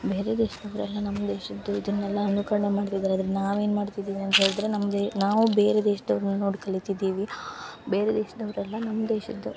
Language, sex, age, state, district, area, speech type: Kannada, female, 18-30, Karnataka, Uttara Kannada, rural, spontaneous